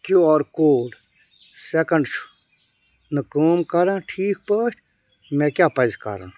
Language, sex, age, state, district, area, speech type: Kashmiri, other, 45-60, Jammu and Kashmir, Bandipora, rural, read